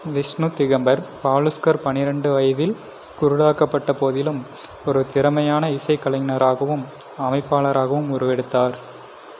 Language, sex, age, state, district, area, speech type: Tamil, male, 18-30, Tamil Nadu, Erode, rural, read